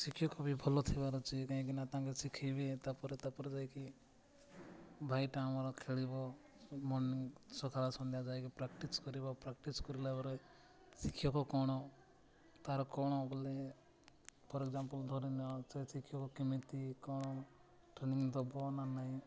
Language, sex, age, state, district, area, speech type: Odia, male, 18-30, Odisha, Nabarangpur, urban, spontaneous